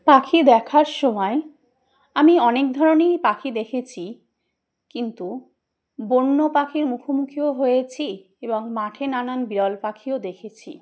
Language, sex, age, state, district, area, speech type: Bengali, female, 30-45, West Bengal, Dakshin Dinajpur, urban, spontaneous